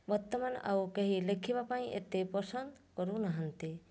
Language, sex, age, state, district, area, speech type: Odia, female, 30-45, Odisha, Mayurbhanj, rural, spontaneous